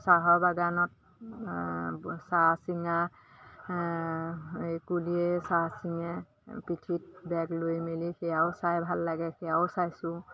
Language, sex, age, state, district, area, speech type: Assamese, female, 45-60, Assam, Majuli, urban, spontaneous